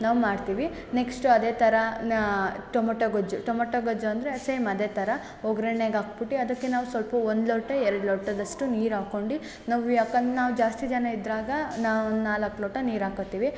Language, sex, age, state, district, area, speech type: Kannada, female, 18-30, Karnataka, Mysore, urban, spontaneous